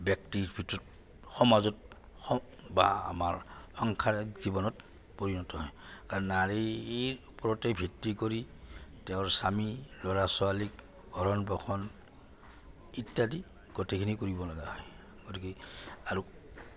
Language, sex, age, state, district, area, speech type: Assamese, male, 60+, Assam, Goalpara, urban, spontaneous